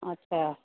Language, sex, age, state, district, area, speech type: Urdu, female, 30-45, Bihar, Khagaria, rural, conversation